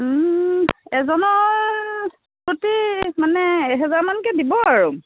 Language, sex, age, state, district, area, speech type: Assamese, female, 45-60, Assam, Biswanath, rural, conversation